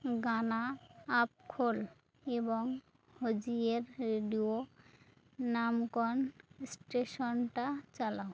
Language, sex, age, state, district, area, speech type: Bengali, female, 18-30, West Bengal, Birbhum, urban, read